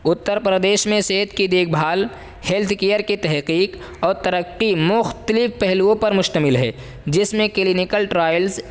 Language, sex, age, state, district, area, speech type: Urdu, male, 18-30, Uttar Pradesh, Saharanpur, urban, spontaneous